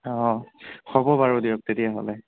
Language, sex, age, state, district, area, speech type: Assamese, male, 18-30, Assam, Dhemaji, urban, conversation